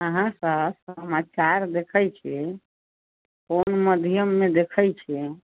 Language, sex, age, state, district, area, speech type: Maithili, female, 60+, Bihar, Sitamarhi, rural, conversation